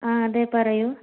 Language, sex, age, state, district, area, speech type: Malayalam, female, 18-30, Kerala, Malappuram, rural, conversation